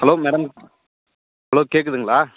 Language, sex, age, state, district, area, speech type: Tamil, female, 18-30, Tamil Nadu, Dharmapuri, rural, conversation